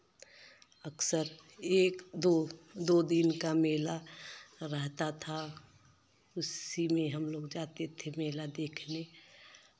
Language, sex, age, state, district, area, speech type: Hindi, female, 30-45, Uttar Pradesh, Jaunpur, urban, spontaneous